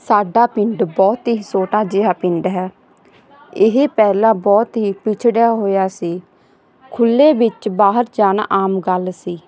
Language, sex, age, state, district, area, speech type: Punjabi, female, 18-30, Punjab, Barnala, rural, spontaneous